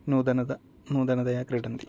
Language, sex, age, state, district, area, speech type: Sanskrit, male, 30-45, Kerala, Thrissur, urban, spontaneous